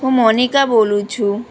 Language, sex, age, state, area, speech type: Gujarati, female, 18-30, Gujarat, rural, spontaneous